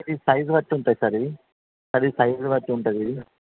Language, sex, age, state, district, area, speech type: Telugu, male, 30-45, Telangana, Karimnagar, rural, conversation